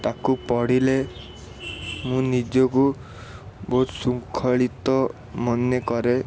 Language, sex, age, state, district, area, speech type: Odia, male, 18-30, Odisha, Cuttack, urban, spontaneous